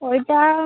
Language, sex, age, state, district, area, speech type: Bengali, female, 30-45, West Bengal, Uttar Dinajpur, urban, conversation